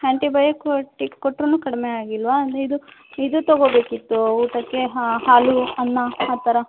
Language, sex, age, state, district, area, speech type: Kannada, female, 18-30, Karnataka, Davanagere, rural, conversation